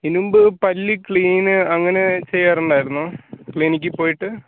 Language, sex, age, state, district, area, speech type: Malayalam, male, 18-30, Kerala, Wayanad, rural, conversation